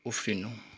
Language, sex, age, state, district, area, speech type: Nepali, male, 30-45, West Bengal, Kalimpong, rural, read